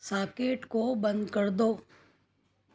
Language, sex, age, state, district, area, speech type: Hindi, female, 60+, Madhya Pradesh, Ujjain, urban, read